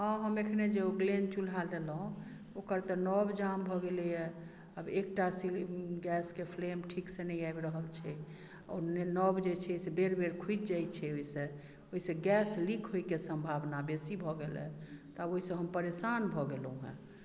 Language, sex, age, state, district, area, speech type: Maithili, female, 45-60, Bihar, Madhubani, rural, spontaneous